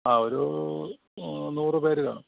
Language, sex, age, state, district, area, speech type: Malayalam, male, 45-60, Kerala, Kottayam, rural, conversation